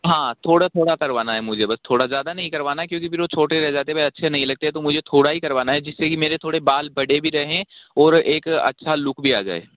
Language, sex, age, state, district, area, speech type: Hindi, male, 45-60, Rajasthan, Jaipur, urban, conversation